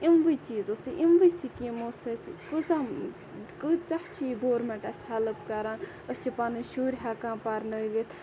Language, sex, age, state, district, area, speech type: Kashmiri, female, 18-30, Jammu and Kashmir, Ganderbal, rural, spontaneous